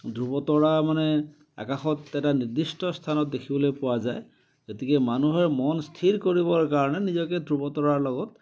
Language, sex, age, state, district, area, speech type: Assamese, male, 60+, Assam, Biswanath, rural, spontaneous